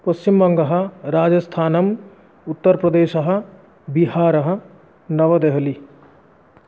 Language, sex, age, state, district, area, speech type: Sanskrit, male, 18-30, West Bengal, Murshidabad, rural, spontaneous